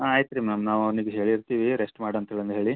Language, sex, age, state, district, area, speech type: Kannada, male, 18-30, Karnataka, Bidar, urban, conversation